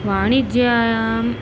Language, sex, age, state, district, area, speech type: Sanskrit, female, 30-45, Tamil Nadu, Karur, rural, spontaneous